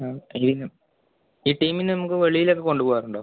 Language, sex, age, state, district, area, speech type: Malayalam, male, 18-30, Kerala, Palakkad, rural, conversation